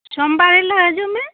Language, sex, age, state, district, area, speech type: Santali, female, 30-45, West Bengal, Birbhum, rural, conversation